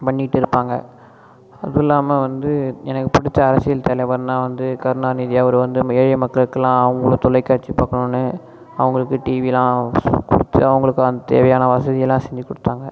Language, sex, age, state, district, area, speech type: Tamil, male, 18-30, Tamil Nadu, Cuddalore, rural, spontaneous